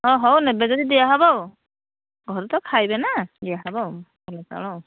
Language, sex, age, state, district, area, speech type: Odia, female, 30-45, Odisha, Nayagarh, rural, conversation